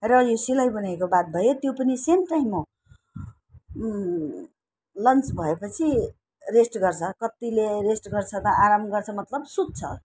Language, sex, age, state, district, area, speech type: Nepali, female, 60+, West Bengal, Alipurduar, urban, spontaneous